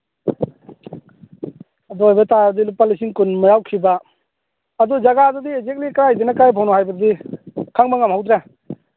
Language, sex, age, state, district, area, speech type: Manipuri, male, 30-45, Manipur, Churachandpur, rural, conversation